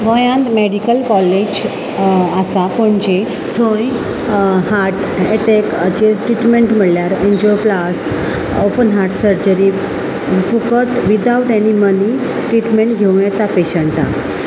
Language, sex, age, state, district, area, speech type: Goan Konkani, female, 45-60, Goa, Salcete, urban, spontaneous